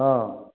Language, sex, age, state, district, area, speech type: Maithili, male, 60+, Bihar, Samastipur, rural, conversation